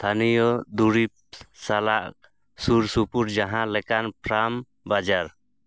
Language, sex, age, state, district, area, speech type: Santali, male, 30-45, West Bengal, Jhargram, rural, read